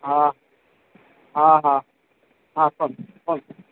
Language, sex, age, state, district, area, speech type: Odia, male, 45-60, Odisha, Sundergarh, rural, conversation